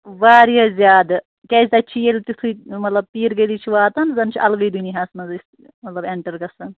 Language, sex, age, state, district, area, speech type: Kashmiri, female, 30-45, Jammu and Kashmir, Shopian, urban, conversation